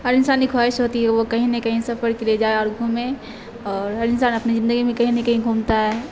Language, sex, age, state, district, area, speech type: Urdu, female, 18-30, Bihar, Supaul, rural, spontaneous